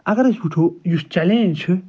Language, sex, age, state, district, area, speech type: Kashmiri, male, 45-60, Jammu and Kashmir, Ganderbal, urban, spontaneous